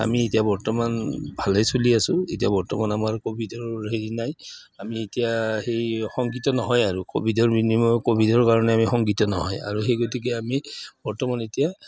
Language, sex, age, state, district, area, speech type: Assamese, male, 60+, Assam, Udalguri, rural, spontaneous